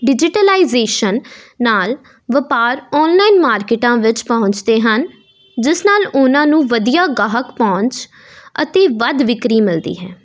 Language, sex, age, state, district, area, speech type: Punjabi, female, 18-30, Punjab, Jalandhar, urban, spontaneous